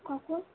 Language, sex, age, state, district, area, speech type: Bengali, female, 18-30, West Bengal, Malda, urban, conversation